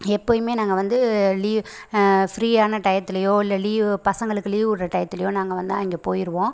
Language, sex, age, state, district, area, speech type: Tamil, female, 30-45, Tamil Nadu, Pudukkottai, rural, spontaneous